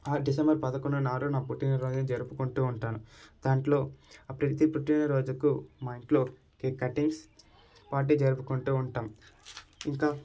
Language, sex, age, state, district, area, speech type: Telugu, male, 18-30, Andhra Pradesh, Sri Balaji, rural, spontaneous